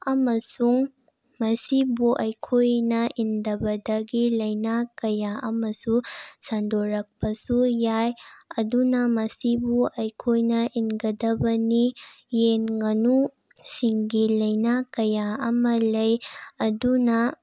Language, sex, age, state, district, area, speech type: Manipuri, female, 18-30, Manipur, Bishnupur, rural, spontaneous